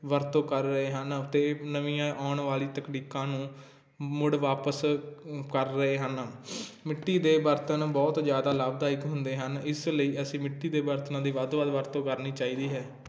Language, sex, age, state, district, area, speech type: Punjabi, male, 18-30, Punjab, Muktsar, rural, spontaneous